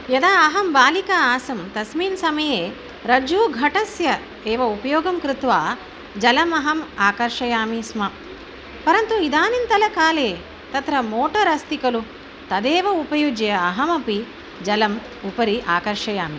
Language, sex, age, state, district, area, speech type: Sanskrit, female, 45-60, Tamil Nadu, Chennai, urban, spontaneous